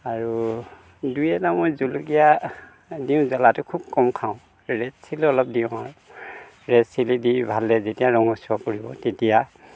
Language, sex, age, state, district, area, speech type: Assamese, male, 60+, Assam, Dhemaji, rural, spontaneous